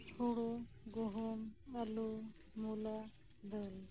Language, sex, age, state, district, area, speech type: Santali, female, 30-45, West Bengal, Birbhum, rural, spontaneous